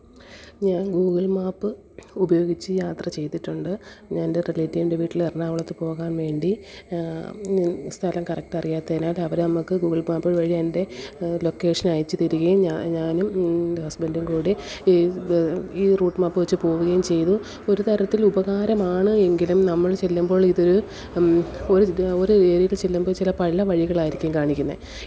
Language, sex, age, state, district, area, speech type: Malayalam, female, 30-45, Kerala, Kollam, rural, spontaneous